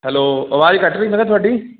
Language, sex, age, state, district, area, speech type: Punjabi, male, 30-45, Punjab, Mohali, urban, conversation